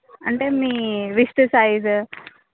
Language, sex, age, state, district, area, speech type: Telugu, female, 18-30, Telangana, Vikarabad, urban, conversation